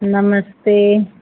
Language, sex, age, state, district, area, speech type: Hindi, female, 60+, Uttar Pradesh, Ayodhya, rural, conversation